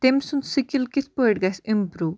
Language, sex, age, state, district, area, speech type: Kashmiri, female, 30-45, Jammu and Kashmir, Baramulla, rural, spontaneous